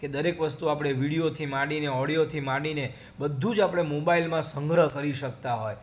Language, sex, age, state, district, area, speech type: Gujarati, male, 30-45, Gujarat, Rajkot, rural, spontaneous